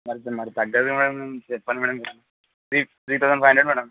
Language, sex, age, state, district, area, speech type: Telugu, male, 18-30, Andhra Pradesh, Anantapur, urban, conversation